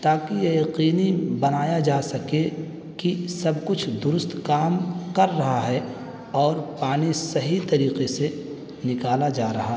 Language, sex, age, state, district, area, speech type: Urdu, male, 18-30, Uttar Pradesh, Balrampur, rural, spontaneous